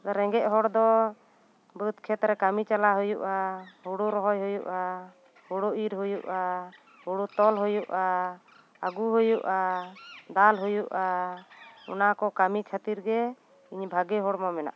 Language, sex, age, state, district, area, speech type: Santali, female, 30-45, West Bengal, Bankura, rural, spontaneous